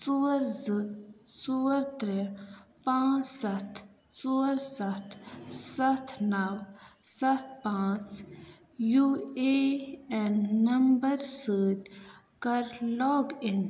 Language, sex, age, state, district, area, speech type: Kashmiri, female, 18-30, Jammu and Kashmir, Pulwama, rural, read